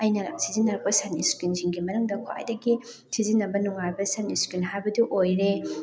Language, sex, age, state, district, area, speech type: Manipuri, female, 30-45, Manipur, Thoubal, rural, spontaneous